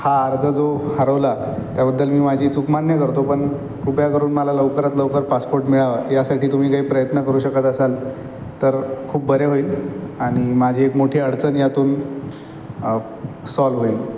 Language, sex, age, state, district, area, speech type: Marathi, male, 18-30, Maharashtra, Aurangabad, urban, spontaneous